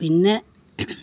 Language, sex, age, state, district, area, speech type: Malayalam, female, 45-60, Kerala, Pathanamthitta, rural, spontaneous